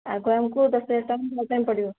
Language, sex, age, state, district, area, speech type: Odia, female, 30-45, Odisha, Mayurbhanj, rural, conversation